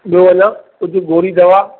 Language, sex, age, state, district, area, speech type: Sindhi, male, 45-60, Maharashtra, Thane, urban, conversation